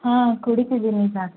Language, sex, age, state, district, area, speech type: Kannada, female, 18-30, Karnataka, Tumkur, rural, conversation